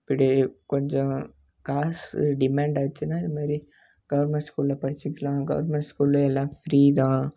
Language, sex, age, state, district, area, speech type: Tamil, male, 18-30, Tamil Nadu, Namakkal, rural, spontaneous